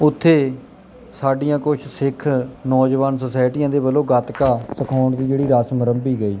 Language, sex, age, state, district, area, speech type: Punjabi, male, 18-30, Punjab, Kapurthala, rural, spontaneous